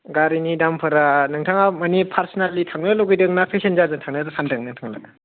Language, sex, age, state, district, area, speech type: Bodo, male, 18-30, Assam, Kokrajhar, rural, conversation